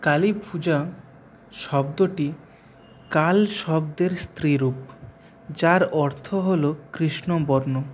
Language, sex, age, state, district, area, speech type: Bengali, male, 30-45, West Bengal, Purulia, urban, spontaneous